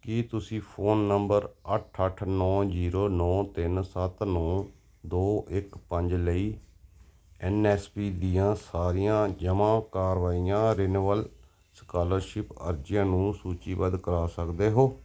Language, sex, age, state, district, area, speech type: Punjabi, male, 45-60, Punjab, Gurdaspur, urban, read